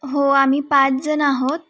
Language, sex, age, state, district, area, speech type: Marathi, female, 18-30, Maharashtra, Sangli, urban, spontaneous